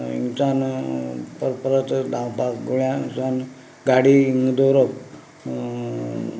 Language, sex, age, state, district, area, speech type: Goan Konkani, male, 45-60, Goa, Canacona, rural, spontaneous